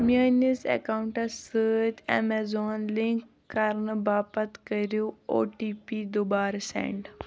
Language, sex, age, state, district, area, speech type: Kashmiri, female, 45-60, Jammu and Kashmir, Ganderbal, rural, read